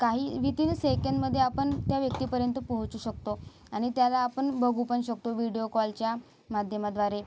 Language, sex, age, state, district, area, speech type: Marathi, female, 18-30, Maharashtra, Gondia, rural, spontaneous